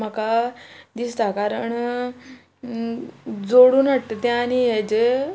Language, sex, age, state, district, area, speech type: Goan Konkani, female, 45-60, Goa, Quepem, rural, spontaneous